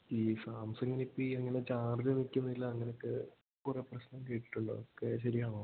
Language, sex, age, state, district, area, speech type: Malayalam, male, 18-30, Kerala, Idukki, rural, conversation